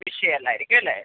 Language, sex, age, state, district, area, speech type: Malayalam, female, 60+, Kerala, Kottayam, rural, conversation